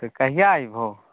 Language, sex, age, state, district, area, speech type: Maithili, male, 18-30, Bihar, Begusarai, rural, conversation